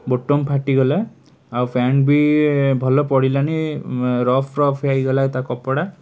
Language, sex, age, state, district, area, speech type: Odia, male, 18-30, Odisha, Cuttack, urban, spontaneous